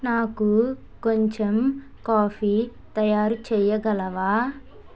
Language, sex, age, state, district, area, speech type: Telugu, male, 45-60, Andhra Pradesh, West Godavari, rural, read